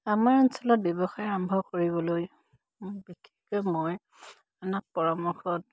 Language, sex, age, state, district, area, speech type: Assamese, female, 45-60, Assam, Dibrugarh, rural, spontaneous